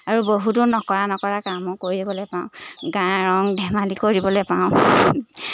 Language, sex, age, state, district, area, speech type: Assamese, female, 18-30, Assam, Lakhimpur, urban, spontaneous